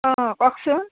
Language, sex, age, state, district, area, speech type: Assamese, female, 30-45, Assam, Barpeta, rural, conversation